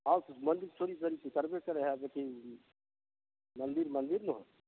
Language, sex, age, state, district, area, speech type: Maithili, male, 45-60, Bihar, Begusarai, urban, conversation